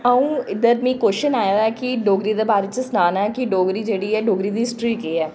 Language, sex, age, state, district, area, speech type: Dogri, female, 30-45, Jammu and Kashmir, Jammu, urban, spontaneous